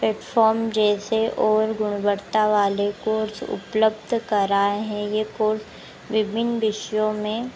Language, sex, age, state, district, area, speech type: Hindi, female, 18-30, Madhya Pradesh, Harda, urban, spontaneous